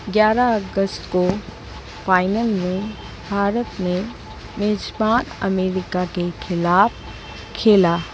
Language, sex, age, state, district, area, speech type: Hindi, female, 18-30, Madhya Pradesh, Jabalpur, urban, read